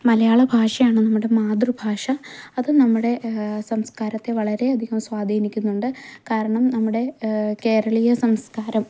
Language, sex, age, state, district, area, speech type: Malayalam, female, 18-30, Kerala, Idukki, rural, spontaneous